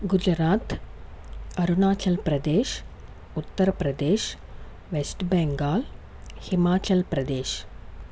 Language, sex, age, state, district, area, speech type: Telugu, female, 30-45, Andhra Pradesh, Sri Balaji, rural, spontaneous